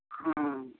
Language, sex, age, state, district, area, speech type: Odia, female, 60+, Odisha, Gajapati, rural, conversation